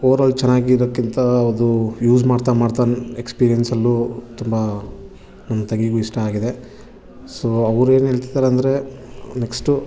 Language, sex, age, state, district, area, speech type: Kannada, male, 30-45, Karnataka, Bangalore Urban, urban, spontaneous